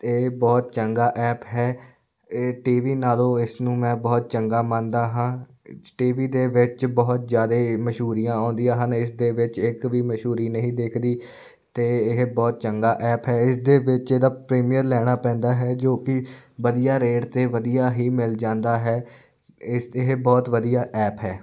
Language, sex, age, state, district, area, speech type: Punjabi, male, 18-30, Punjab, Muktsar, urban, spontaneous